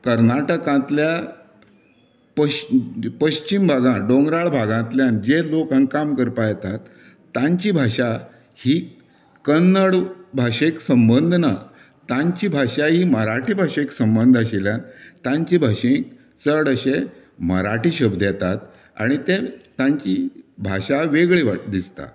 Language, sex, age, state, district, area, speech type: Goan Konkani, male, 60+, Goa, Canacona, rural, spontaneous